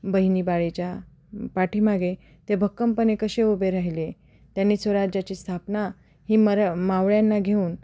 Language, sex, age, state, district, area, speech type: Marathi, female, 30-45, Maharashtra, Ahmednagar, urban, spontaneous